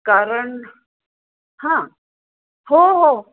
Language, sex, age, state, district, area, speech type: Marathi, female, 45-60, Maharashtra, Pune, urban, conversation